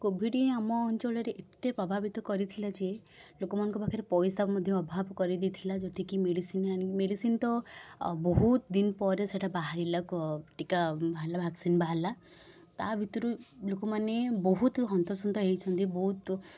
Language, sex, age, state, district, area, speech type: Odia, female, 18-30, Odisha, Puri, urban, spontaneous